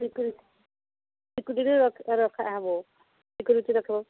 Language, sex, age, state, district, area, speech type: Odia, female, 30-45, Odisha, Sambalpur, rural, conversation